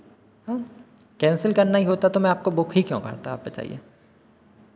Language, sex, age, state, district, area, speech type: Hindi, male, 30-45, Madhya Pradesh, Hoshangabad, urban, spontaneous